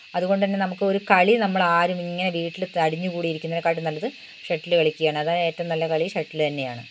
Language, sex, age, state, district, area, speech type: Malayalam, female, 60+, Kerala, Wayanad, rural, spontaneous